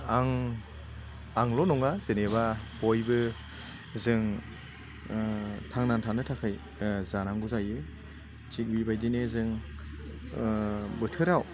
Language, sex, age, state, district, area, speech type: Bodo, male, 30-45, Assam, Chirang, rural, spontaneous